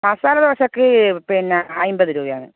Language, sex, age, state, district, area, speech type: Malayalam, female, 30-45, Kerala, Kasaragod, urban, conversation